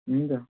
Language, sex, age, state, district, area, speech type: Nepali, male, 18-30, West Bengal, Kalimpong, rural, conversation